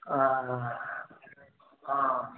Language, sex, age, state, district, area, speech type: Malayalam, male, 18-30, Kerala, Wayanad, rural, conversation